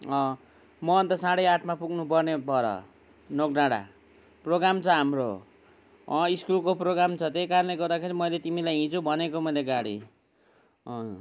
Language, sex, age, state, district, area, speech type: Nepali, male, 60+, West Bengal, Kalimpong, rural, spontaneous